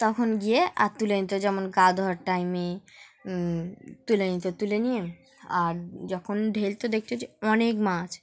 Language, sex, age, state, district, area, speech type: Bengali, female, 18-30, West Bengal, Dakshin Dinajpur, urban, spontaneous